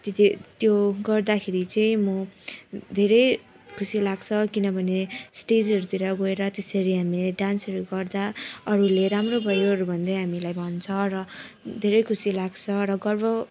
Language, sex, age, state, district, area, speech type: Nepali, female, 18-30, West Bengal, Darjeeling, rural, spontaneous